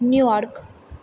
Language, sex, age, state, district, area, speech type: Maithili, female, 30-45, Bihar, Purnia, urban, spontaneous